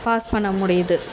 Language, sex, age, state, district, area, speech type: Tamil, female, 30-45, Tamil Nadu, Tiruvallur, urban, spontaneous